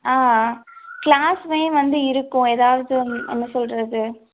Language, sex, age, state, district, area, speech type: Tamil, female, 18-30, Tamil Nadu, Madurai, urban, conversation